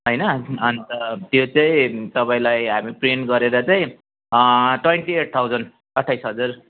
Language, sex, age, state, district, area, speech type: Nepali, male, 45-60, West Bengal, Darjeeling, urban, conversation